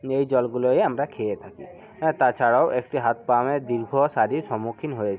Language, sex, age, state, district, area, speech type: Bengali, male, 45-60, West Bengal, South 24 Parganas, rural, spontaneous